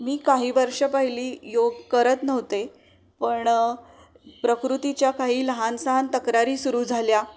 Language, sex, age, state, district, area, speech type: Marathi, female, 45-60, Maharashtra, Sangli, rural, spontaneous